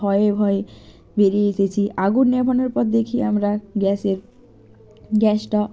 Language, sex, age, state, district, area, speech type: Bengali, female, 45-60, West Bengal, Purba Medinipur, rural, spontaneous